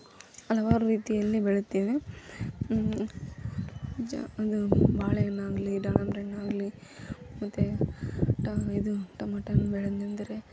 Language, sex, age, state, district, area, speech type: Kannada, female, 18-30, Karnataka, Koppal, rural, spontaneous